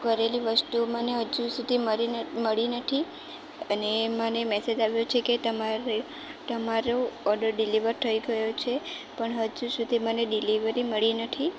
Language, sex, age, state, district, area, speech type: Gujarati, female, 18-30, Gujarat, Valsad, rural, spontaneous